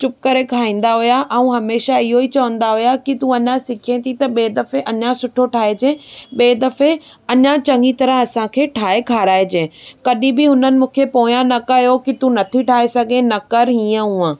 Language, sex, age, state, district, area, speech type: Sindhi, female, 18-30, Maharashtra, Thane, urban, spontaneous